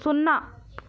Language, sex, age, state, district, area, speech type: Telugu, female, 18-30, Telangana, Vikarabad, urban, read